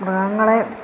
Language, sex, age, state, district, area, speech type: Malayalam, female, 30-45, Kerala, Pathanamthitta, rural, spontaneous